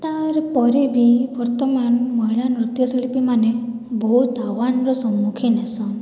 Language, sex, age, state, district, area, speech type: Odia, female, 45-60, Odisha, Boudh, rural, spontaneous